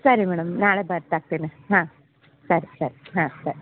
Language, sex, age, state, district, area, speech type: Kannada, female, 30-45, Karnataka, Dharwad, urban, conversation